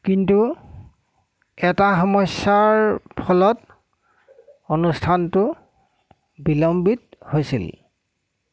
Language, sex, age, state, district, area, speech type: Assamese, male, 60+, Assam, Golaghat, rural, read